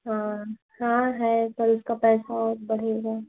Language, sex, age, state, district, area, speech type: Hindi, female, 18-30, Uttar Pradesh, Azamgarh, urban, conversation